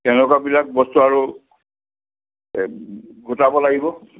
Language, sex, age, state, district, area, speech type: Assamese, male, 60+, Assam, Sivasagar, rural, conversation